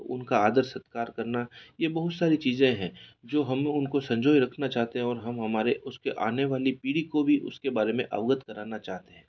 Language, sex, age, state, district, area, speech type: Hindi, male, 60+, Rajasthan, Jodhpur, urban, spontaneous